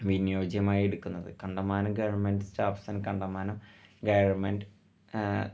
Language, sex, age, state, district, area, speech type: Malayalam, male, 18-30, Kerala, Thrissur, rural, spontaneous